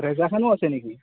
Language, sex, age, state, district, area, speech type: Assamese, male, 18-30, Assam, Nalbari, rural, conversation